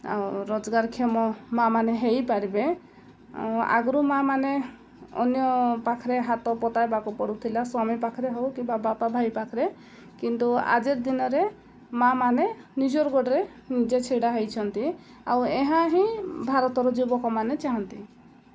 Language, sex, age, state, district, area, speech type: Odia, female, 30-45, Odisha, Koraput, urban, spontaneous